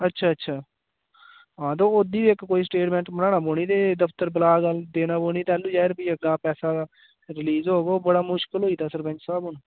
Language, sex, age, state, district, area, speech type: Dogri, male, 18-30, Jammu and Kashmir, Udhampur, rural, conversation